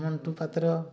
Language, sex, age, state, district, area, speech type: Odia, male, 30-45, Odisha, Mayurbhanj, rural, spontaneous